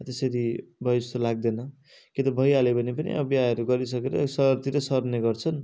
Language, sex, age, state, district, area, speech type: Nepali, male, 30-45, West Bengal, Darjeeling, rural, spontaneous